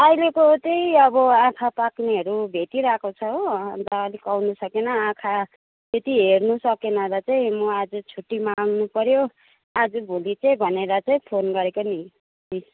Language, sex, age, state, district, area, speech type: Nepali, female, 60+, West Bengal, Kalimpong, rural, conversation